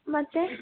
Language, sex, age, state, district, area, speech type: Kannada, female, 18-30, Karnataka, Belgaum, rural, conversation